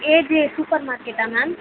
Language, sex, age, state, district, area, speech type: Tamil, female, 18-30, Tamil Nadu, Sivaganga, rural, conversation